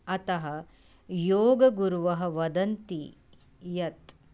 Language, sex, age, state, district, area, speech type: Sanskrit, female, 45-60, Maharashtra, Nagpur, urban, spontaneous